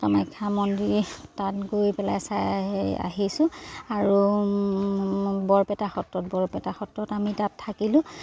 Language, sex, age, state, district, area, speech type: Assamese, female, 30-45, Assam, Dibrugarh, urban, spontaneous